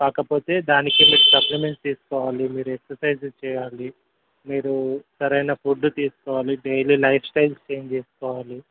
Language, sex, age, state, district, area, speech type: Telugu, male, 18-30, Telangana, Mulugu, rural, conversation